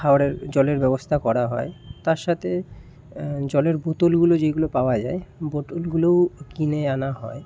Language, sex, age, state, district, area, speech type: Bengali, male, 18-30, West Bengal, Kolkata, urban, spontaneous